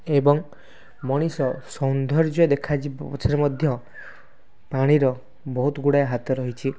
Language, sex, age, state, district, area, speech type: Odia, male, 18-30, Odisha, Kendrapara, urban, spontaneous